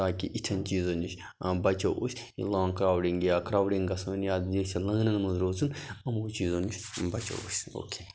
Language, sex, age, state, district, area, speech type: Kashmiri, male, 30-45, Jammu and Kashmir, Budgam, rural, spontaneous